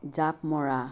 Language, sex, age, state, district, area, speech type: Assamese, female, 60+, Assam, Biswanath, rural, read